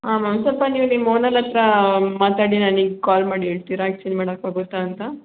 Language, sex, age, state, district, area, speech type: Kannada, female, 18-30, Karnataka, Hassan, rural, conversation